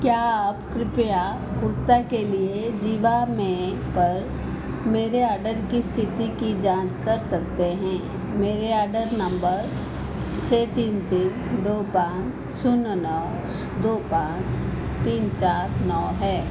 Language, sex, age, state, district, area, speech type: Hindi, female, 45-60, Madhya Pradesh, Chhindwara, rural, read